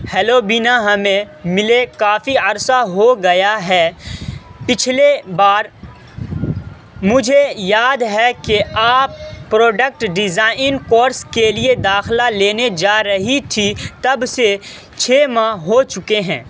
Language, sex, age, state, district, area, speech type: Urdu, male, 18-30, Bihar, Saharsa, rural, read